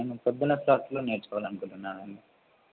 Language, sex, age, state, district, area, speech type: Telugu, male, 18-30, Telangana, Mulugu, rural, conversation